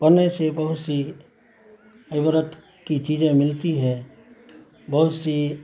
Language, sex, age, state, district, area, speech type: Urdu, male, 45-60, Bihar, Saharsa, rural, spontaneous